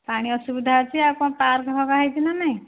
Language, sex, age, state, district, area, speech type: Odia, female, 45-60, Odisha, Nayagarh, rural, conversation